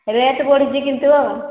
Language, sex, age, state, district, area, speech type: Odia, female, 45-60, Odisha, Angul, rural, conversation